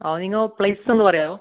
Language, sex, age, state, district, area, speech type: Malayalam, male, 18-30, Kerala, Kasaragod, urban, conversation